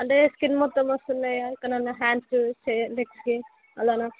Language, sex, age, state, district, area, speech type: Telugu, female, 18-30, Telangana, Vikarabad, rural, conversation